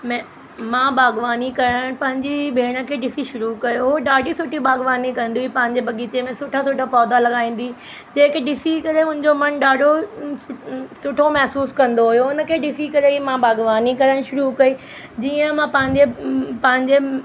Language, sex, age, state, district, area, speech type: Sindhi, female, 30-45, Delhi, South Delhi, urban, spontaneous